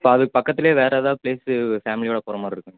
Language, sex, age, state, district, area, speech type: Tamil, male, 18-30, Tamil Nadu, Tiruppur, rural, conversation